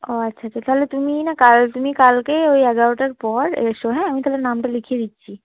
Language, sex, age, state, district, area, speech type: Bengali, female, 18-30, West Bengal, Cooch Behar, urban, conversation